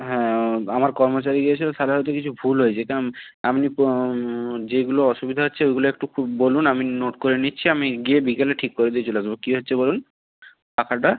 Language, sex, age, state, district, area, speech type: Bengali, male, 60+, West Bengal, Purba Medinipur, rural, conversation